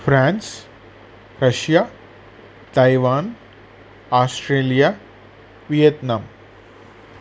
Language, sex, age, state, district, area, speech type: Sanskrit, male, 45-60, Andhra Pradesh, Chittoor, urban, spontaneous